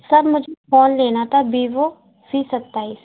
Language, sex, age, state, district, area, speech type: Hindi, female, 18-30, Madhya Pradesh, Gwalior, urban, conversation